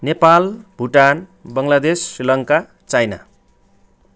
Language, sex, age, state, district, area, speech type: Nepali, male, 45-60, West Bengal, Darjeeling, rural, spontaneous